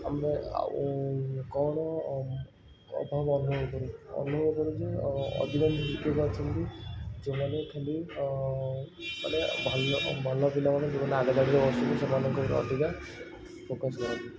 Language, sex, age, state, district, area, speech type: Odia, male, 30-45, Odisha, Puri, urban, spontaneous